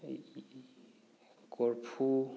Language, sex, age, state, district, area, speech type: Manipuri, male, 30-45, Manipur, Thoubal, rural, spontaneous